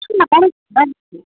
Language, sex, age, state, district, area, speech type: Kannada, male, 18-30, Karnataka, Shimoga, rural, conversation